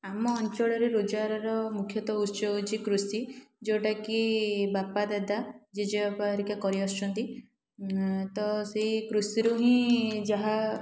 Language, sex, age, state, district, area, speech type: Odia, female, 18-30, Odisha, Puri, urban, spontaneous